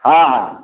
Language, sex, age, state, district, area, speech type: Hindi, male, 60+, Bihar, Muzaffarpur, rural, conversation